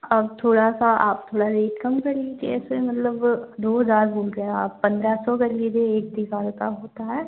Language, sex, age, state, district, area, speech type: Hindi, female, 18-30, Madhya Pradesh, Gwalior, rural, conversation